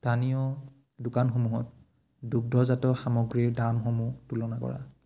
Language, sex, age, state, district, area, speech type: Assamese, male, 18-30, Assam, Udalguri, rural, read